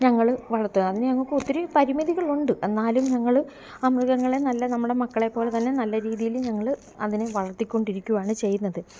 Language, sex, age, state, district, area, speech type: Malayalam, female, 45-60, Kerala, Alappuzha, rural, spontaneous